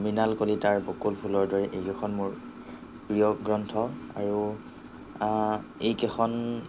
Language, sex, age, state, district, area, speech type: Assamese, male, 45-60, Assam, Nagaon, rural, spontaneous